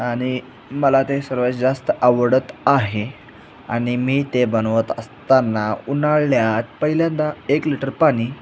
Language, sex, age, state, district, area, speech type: Marathi, male, 18-30, Maharashtra, Sangli, urban, spontaneous